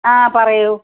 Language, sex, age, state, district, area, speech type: Malayalam, female, 60+, Kerala, Wayanad, rural, conversation